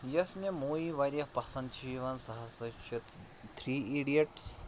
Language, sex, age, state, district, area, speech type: Kashmiri, male, 30-45, Jammu and Kashmir, Pulwama, rural, spontaneous